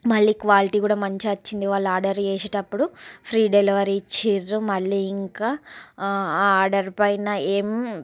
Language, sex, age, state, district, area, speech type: Telugu, female, 45-60, Andhra Pradesh, Srikakulam, urban, spontaneous